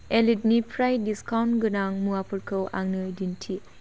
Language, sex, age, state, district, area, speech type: Bodo, female, 18-30, Assam, Chirang, rural, read